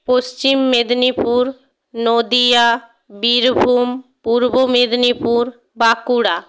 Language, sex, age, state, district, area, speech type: Bengali, female, 30-45, West Bengal, North 24 Parganas, rural, spontaneous